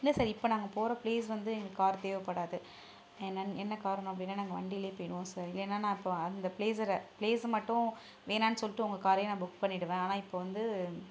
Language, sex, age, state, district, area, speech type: Tamil, female, 18-30, Tamil Nadu, Perambalur, rural, spontaneous